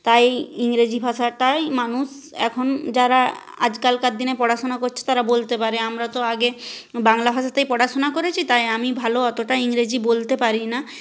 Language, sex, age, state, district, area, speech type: Bengali, female, 30-45, West Bengal, Nadia, rural, spontaneous